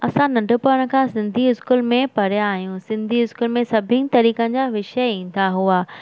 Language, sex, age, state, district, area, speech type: Sindhi, female, 30-45, Gujarat, Junagadh, rural, spontaneous